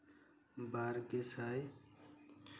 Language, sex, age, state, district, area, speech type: Santali, male, 18-30, West Bengal, Paschim Bardhaman, rural, spontaneous